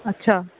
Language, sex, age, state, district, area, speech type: Urdu, female, 18-30, Telangana, Hyderabad, urban, conversation